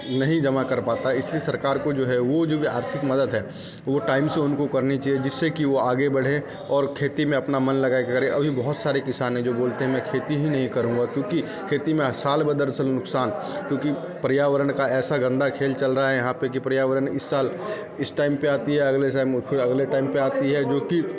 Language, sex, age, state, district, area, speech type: Hindi, male, 30-45, Bihar, Darbhanga, rural, spontaneous